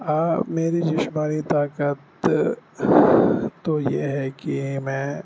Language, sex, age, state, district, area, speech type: Urdu, male, 18-30, Bihar, Supaul, rural, spontaneous